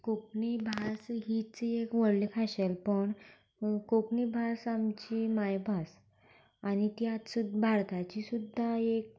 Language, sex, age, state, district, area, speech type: Goan Konkani, female, 18-30, Goa, Canacona, rural, spontaneous